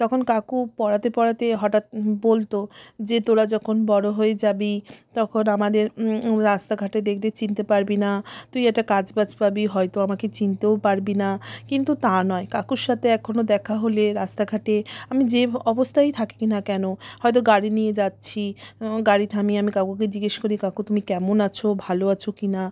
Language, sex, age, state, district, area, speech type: Bengali, female, 30-45, West Bengal, South 24 Parganas, rural, spontaneous